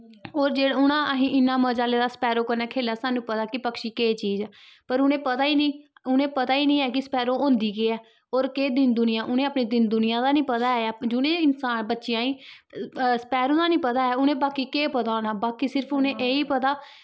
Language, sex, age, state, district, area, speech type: Dogri, female, 18-30, Jammu and Kashmir, Kathua, rural, spontaneous